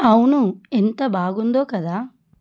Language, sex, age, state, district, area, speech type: Telugu, female, 30-45, Telangana, Adilabad, rural, read